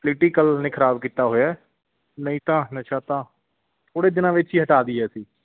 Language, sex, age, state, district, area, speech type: Punjabi, male, 30-45, Punjab, Bathinda, urban, conversation